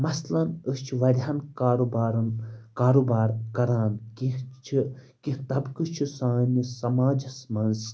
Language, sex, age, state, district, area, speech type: Kashmiri, male, 18-30, Jammu and Kashmir, Baramulla, rural, spontaneous